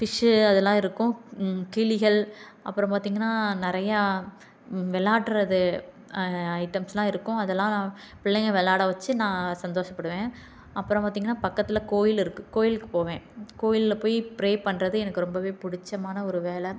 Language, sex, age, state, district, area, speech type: Tamil, female, 30-45, Tamil Nadu, Tiruchirappalli, rural, spontaneous